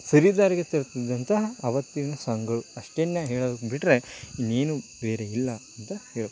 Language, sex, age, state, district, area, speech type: Kannada, male, 18-30, Karnataka, Chamarajanagar, rural, spontaneous